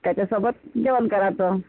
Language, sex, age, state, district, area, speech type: Marathi, female, 30-45, Maharashtra, Washim, rural, conversation